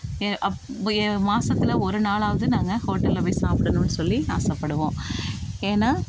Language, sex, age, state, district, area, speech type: Tamil, female, 45-60, Tamil Nadu, Thanjavur, rural, spontaneous